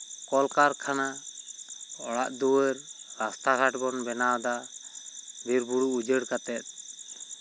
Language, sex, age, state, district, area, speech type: Santali, male, 30-45, West Bengal, Bankura, rural, spontaneous